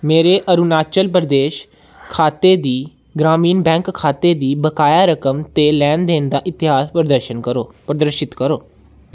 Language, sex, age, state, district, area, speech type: Dogri, female, 18-30, Jammu and Kashmir, Jammu, rural, read